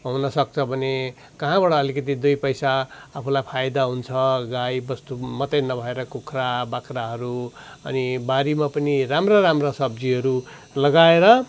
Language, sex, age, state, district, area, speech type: Nepali, male, 45-60, West Bengal, Darjeeling, rural, spontaneous